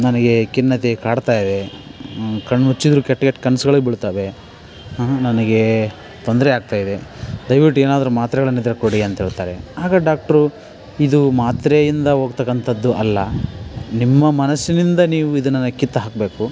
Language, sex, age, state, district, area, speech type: Kannada, male, 30-45, Karnataka, Koppal, rural, spontaneous